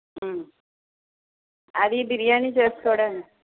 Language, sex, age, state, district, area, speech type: Telugu, female, 30-45, Andhra Pradesh, Guntur, urban, conversation